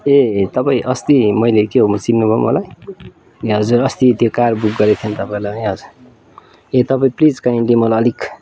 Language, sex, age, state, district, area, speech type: Nepali, male, 30-45, West Bengal, Darjeeling, rural, spontaneous